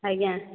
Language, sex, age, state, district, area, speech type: Odia, female, 30-45, Odisha, Dhenkanal, rural, conversation